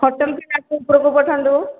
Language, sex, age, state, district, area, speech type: Odia, female, 45-60, Odisha, Sambalpur, rural, conversation